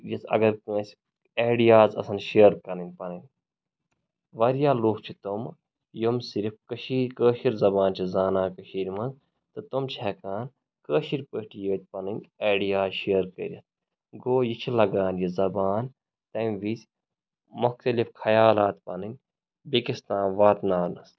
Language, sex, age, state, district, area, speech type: Kashmiri, male, 18-30, Jammu and Kashmir, Ganderbal, rural, spontaneous